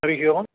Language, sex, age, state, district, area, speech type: Sanskrit, male, 60+, Telangana, Hyderabad, urban, conversation